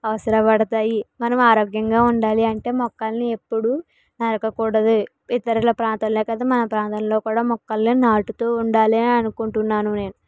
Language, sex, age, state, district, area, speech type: Telugu, female, 60+, Andhra Pradesh, Kakinada, rural, spontaneous